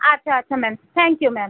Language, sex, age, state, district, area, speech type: Bengali, female, 30-45, West Bengal, North 24 Parganas, urban, conversation